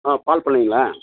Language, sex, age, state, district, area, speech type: Tamil, male, 45-60, Tamil Nadu, Kallakurichi, rural, conversation